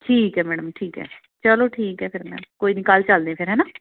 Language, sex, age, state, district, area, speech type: Punjabi, female, 45-60, Punjab, Jalandhar, urban, conversation